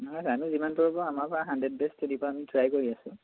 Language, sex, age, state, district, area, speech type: Assamese, male, 30-45, Assam, Majuli, urban, conversation